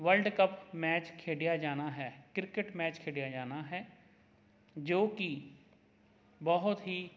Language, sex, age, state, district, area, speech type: Punjabi, male, 30-45, Punjab, Jalandhar, urban, spontaneous